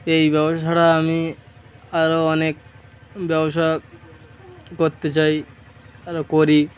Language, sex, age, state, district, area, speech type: Bengali, male, 18-30, West Bengal, Uttar Dinajpur, urban, spontaneous